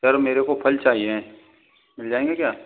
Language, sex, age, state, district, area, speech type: Hindi, male, 60+, Rajasthan, Karauli, rural, conversation